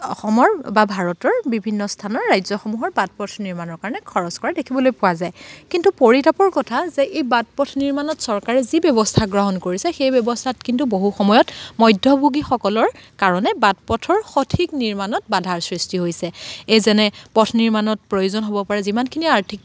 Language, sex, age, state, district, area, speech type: Assamese, female, 30-45, Assam, Dibrugarh, rural, spontaneous